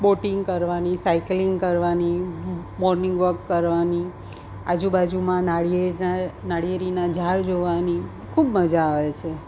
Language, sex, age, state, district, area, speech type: Gujarati, female, 45-60, Gujarat, Surat, urban, spontaneous